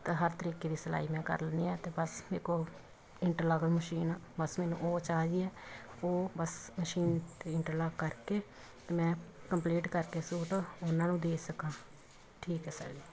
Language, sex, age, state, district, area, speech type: Punjabi, female, 30-45, Punjab, Pathankot, rural, spontaneous